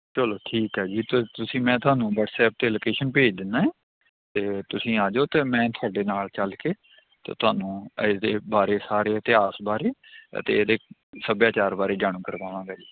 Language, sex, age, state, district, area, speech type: Punjabi, male, 30-45, Punjab, Kapurthala, rural, conversation